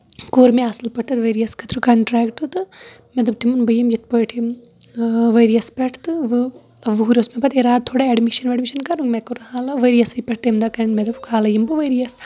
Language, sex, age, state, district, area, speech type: Kashmiri, female, 30-45, Jammu and Kashmir, Shopian, rural, spontaneous